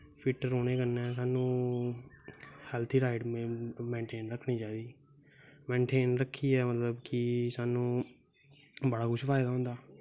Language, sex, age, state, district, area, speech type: Dogri, male, 18-30, Jammu and Kashmir, Kathua, rural, spontaneous